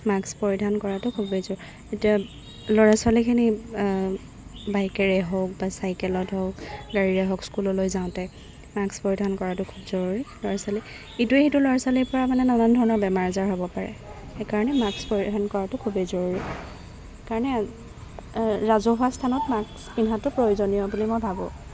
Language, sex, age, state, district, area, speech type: Assamese, female, 18-30, Assam, Golaghat, urban, spontaneous